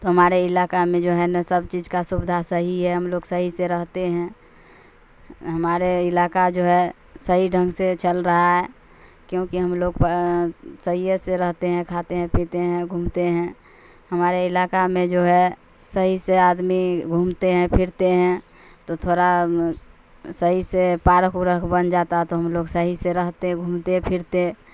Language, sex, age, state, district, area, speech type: Urdu, female, 45-60, Bihar, Supaul, rural, spontaneous